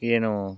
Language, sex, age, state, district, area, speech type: Kannada, male, 45-60, Karnataka, Bangalore Rural, urban, spontaneous